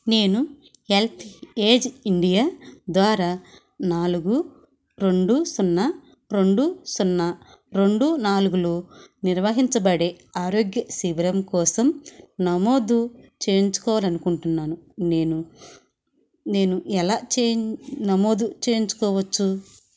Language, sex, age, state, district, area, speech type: Telugu, female, 45-60, Andhra Pradesh, Krishna, rural, read